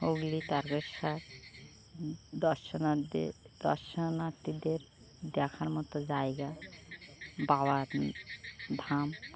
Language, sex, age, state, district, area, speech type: Bengali, female, 45-60, West Bengal, Birbhum, urban, spontaneous